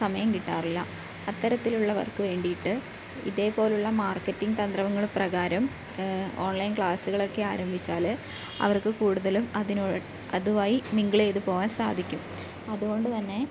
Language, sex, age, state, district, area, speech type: Malayalam, female, 18-30, Kerala, Wayanad, rural, spontaneous